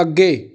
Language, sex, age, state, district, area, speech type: Punjabi, male, 30-45, Punjab, Amritsar, rural, read